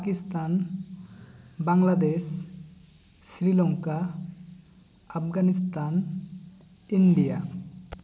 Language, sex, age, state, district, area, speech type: Santali, male, 18-30, West Bengal, Bankura, rural, spontaneous